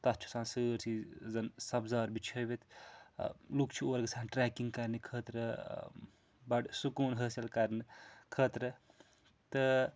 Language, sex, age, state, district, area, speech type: Kashmiri, male, 45-60, Jammu and Kashmir, Srinagar, urban, spontaneous